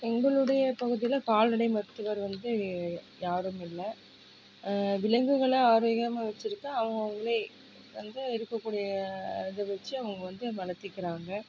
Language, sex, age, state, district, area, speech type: Tamil, female, 30-45, Tamil Nadu, Coimbatore, rural, spontaneous